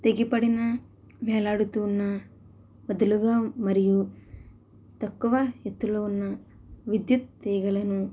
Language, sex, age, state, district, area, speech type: Telugu, female, 18-30, Andhra Pradesh, East Godavari, rural, spontaneous